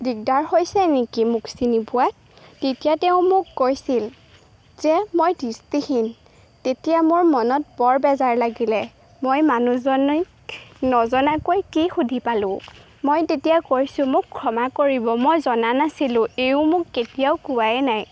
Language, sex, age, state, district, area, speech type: Assamese, female, 18-30, Assam, Golaghat, urban, spontaneous